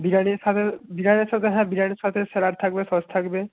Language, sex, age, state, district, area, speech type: Bengali, male, 18-30, West Bengal, Jalpaiguri, rural, conversation